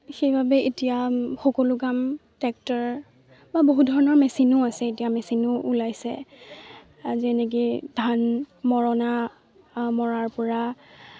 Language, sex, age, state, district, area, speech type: Assamese, female, 18-30, Assam, Lakhimpur, urban, spontaneous